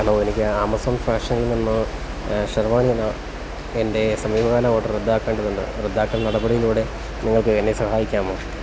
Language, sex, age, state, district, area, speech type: Malayalam, male, 30-45, Kerala, Kollam, rural, read